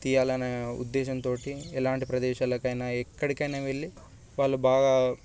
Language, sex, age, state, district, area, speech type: Telugu, male, 18-30, Telangana, Sangareddy, urban, spontaneous